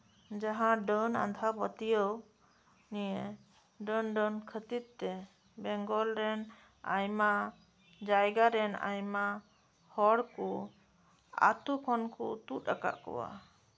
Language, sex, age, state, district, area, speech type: Santali, female, 30-45, West Bengal, Birbhum, rural, spontaneous